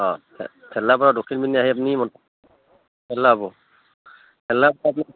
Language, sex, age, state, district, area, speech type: Assamese, male, 30-45, Assam, Barpeta, rural, conversation